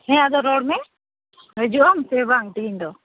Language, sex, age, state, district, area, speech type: Santali, female, 30-45, West Bengal, Malda, rural, conversation